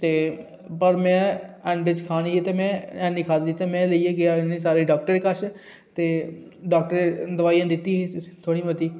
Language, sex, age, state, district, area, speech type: Dogri, male, 18-30, Jammu and Kashmir, Udhampur, urban, spontaneous